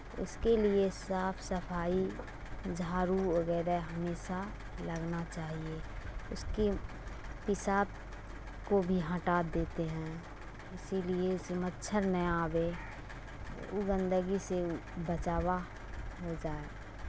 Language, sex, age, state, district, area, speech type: Urdu, female, 45-60, Bihar, Darbhanga, rural, spontaneous